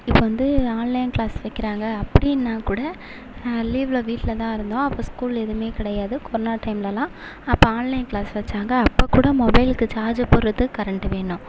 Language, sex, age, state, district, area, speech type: Tamil, female, 18-30, Tamil Nadu, Mayiladuthurai, urban, spontaneous